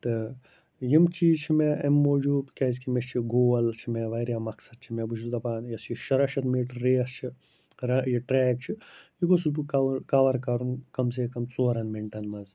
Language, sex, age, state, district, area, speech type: Kashmiri, male, 30-45, Jammu and Kashmir, Bandipora, rural, spontaneous